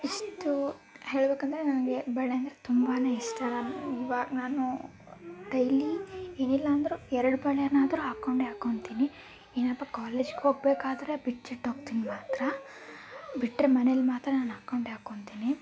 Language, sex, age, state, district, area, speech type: Kannada, female, 18-30, Karnataka, Tumkur, rural, spontaneous